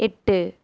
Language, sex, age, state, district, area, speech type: Tamil, female, 18-30, Tamil Nadu, Erode, rural, read